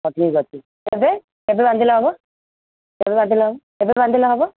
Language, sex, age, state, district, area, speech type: Odia, female, 45-60, Odisha, Sundergarh, rural, conversation